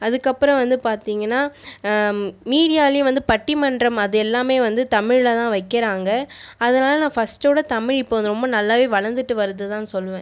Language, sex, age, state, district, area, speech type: Tamil, female, 30-45, Tamil Nadu, Viluppuram, rural, spontaneous